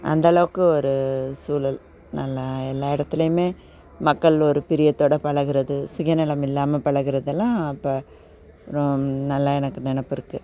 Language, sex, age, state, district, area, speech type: Tamil, female, 45-60, Tamil Nadu, Nagapattinam, urban, spontaneous